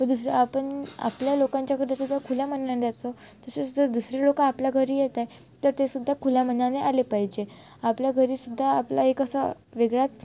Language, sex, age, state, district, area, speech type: Marathi, female, 18-30, Maharashtra, Wardha, rural, spontaneous